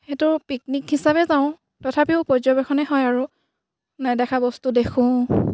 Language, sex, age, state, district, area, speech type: Assamese, female, 18-30, Assam, Sivasagar, rural, spontaneous